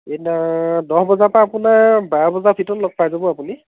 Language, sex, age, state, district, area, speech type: Assamese, male, 30-45, Assam, Dhemaji, rural, conversation